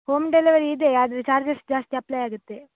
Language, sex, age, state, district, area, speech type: Kannada, female, 18-30, Karnataka, Dakshina Kannada, rural, conversation